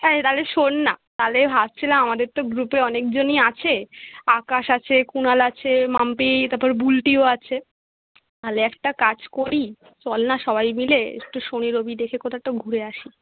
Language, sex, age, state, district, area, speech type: Bengali, female, 18-30, West Bengal, Kolkata, urban, conversation